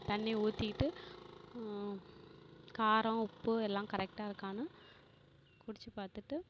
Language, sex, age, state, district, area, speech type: Tamil, female, 30-45, Tamil Nadu, Perambalur, rural, spontaneous